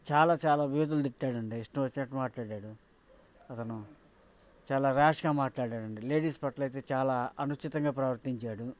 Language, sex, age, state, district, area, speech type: Telugu, male, 45-60, Andhra Pradesh, Bapatla, urban, spontaneous